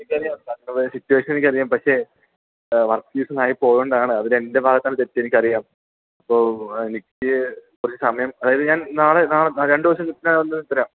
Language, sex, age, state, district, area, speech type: Malayalam, male, 18-30, Kerala, Idukki, rural, conversation